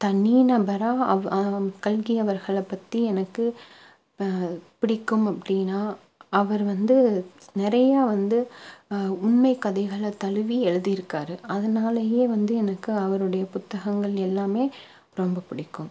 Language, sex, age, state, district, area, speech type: Tamil, female, 30-45, Tamil Nadu, Tiruppur, rural, spontaneous